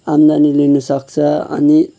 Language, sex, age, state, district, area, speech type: Nepali, male, 30-45, West Bengal, Kalimpong, rural, spontaneous